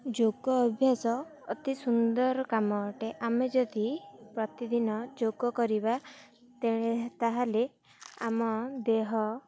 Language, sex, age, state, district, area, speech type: Odia, female, 18-30, Odisha, Jagatsinghpur, rural, spontaneous